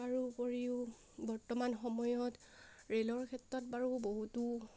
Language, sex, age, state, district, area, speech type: Assamese, female, 18-30, Assam, Sivasagar, rural, spontaneous